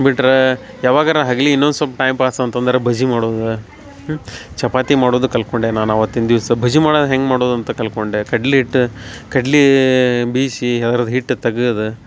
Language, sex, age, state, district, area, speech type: Kannada, male, 30-45, Karnataka, Dharwad, rural, spontaneous